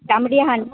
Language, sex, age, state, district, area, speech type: Goan Konkani, female, 30-45, Goa, Tiswadi, rural, conversation